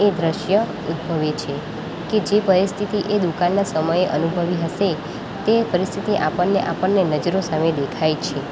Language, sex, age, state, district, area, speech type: Gujarati, female, 18-30, Gujarat, Valsad, rural, spontaneous